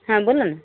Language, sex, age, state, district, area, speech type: Marathi, female, 30-45, Maharashtra, Osmanabad, rural, conversation